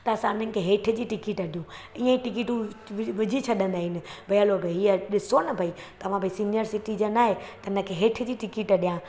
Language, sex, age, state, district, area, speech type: Sindhi, female, 30-45, Gujarat, Surat, urban, spontaneous